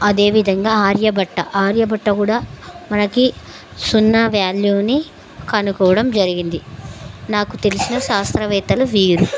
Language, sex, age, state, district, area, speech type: Telugu, female, 30-45, Andhra Pradesh, Kurnool, rural, spontaneous